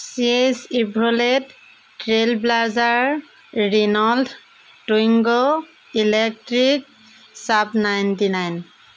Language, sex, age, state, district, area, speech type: Assamese, female, 45-60, Assam, Jorhat, urban, spontaneous